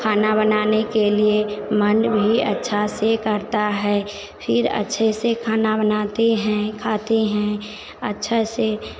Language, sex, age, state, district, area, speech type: Hindi, female, 45-60, Bihar, Vaishali, urban, spontaneous